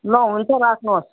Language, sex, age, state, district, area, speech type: Nepali, female, 60+, West Bengal, Jalpaiguri, rural, conversation